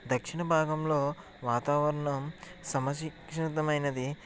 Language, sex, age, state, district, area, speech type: Telugu, male, 18-30, Andhra Pradesh, Konaseema, rural, spontaneous